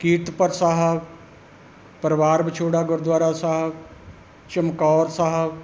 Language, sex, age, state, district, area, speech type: Punjabi, male, 60+, Punjab, Rupnagar, rural, spontaneous